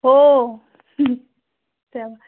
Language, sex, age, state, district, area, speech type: Marathi, female, 30-45, Maharashtra, Kolhapur, urban, conversation